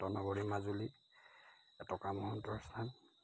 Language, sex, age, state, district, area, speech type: Assamese, male, 30-45, Assam, Majuli, urban, spontaneous